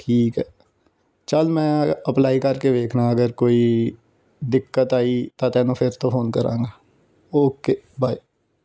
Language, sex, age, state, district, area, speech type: Punjabi, male, 18-30, Punjab, Fazilka, rural, spontaneous